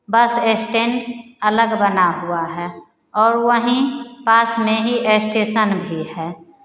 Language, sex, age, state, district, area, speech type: Hindi, female, 45-60, Bihar, Begusarai, rural, spontaneous